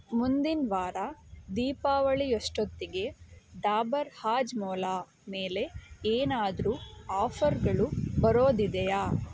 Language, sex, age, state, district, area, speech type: Kannada, female, 18-30, Karnataka, Chitradurga, urban, read